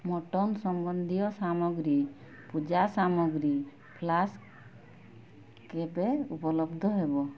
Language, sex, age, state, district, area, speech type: Odia, female, 45-60, Odisha, Mayurbhanj, rural, read